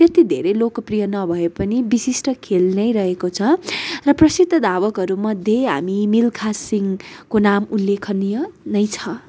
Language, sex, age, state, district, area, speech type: Nepali, female, 18-30, West Bengal, Darjeeling, rural, spontaneous